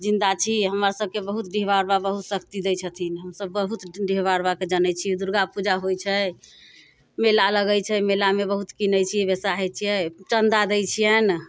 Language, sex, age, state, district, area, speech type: Maithili, female, 45-60, Bihar, Muzaffarpur, urban, spontaneous